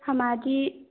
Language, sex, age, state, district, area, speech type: Hindi, female, 18-30, Madhya Pradesh, Balaghat, rural, conversation